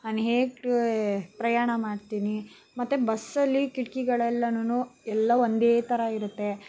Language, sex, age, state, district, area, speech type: Kannada, female, 18-30, Karnataka, Bangalore Rural, urban, spontaneous